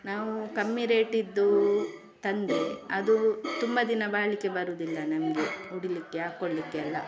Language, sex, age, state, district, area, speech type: Kannada, female, 45-60, Karnataka, Udupi, rural, spontaneous